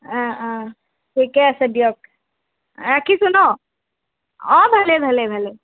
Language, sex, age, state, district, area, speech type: Assamese, female, 18-30, Assam, Darrang, rural, conversation